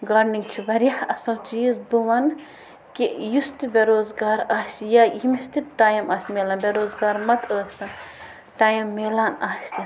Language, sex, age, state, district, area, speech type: Kashmiri, female, 18-30, Jammu and Kashmir, Bandipora, rural, spontaneous